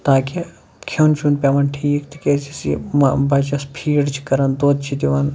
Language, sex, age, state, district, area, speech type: Kashmiri, male, 30-45, Jammu and Kashmir, Shopian, rural, spontaneous